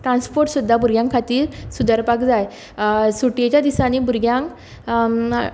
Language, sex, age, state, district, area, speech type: Goan Konkani, female, 18-30, Goa, Tiswadi, rural, spontaneous